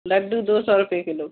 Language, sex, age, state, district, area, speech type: Hindi, female, 30-45, Madhya Pradesh, Gwalior, rural, conversation